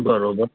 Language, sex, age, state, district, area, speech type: Sindhi, male, 60+, Gujarat, Kutch, rural, conversation